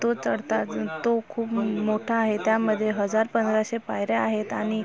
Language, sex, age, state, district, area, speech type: Marathi, female, 30-45, Maharashtra, Amravati, rural, spontaneous